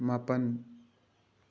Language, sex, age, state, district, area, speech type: Manipuri, male, 30-45, Manipur, Thoubal, rural, read